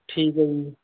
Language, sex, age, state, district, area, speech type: Punjabi, male, 45-60, Punjab, Muktsar, urban, conversation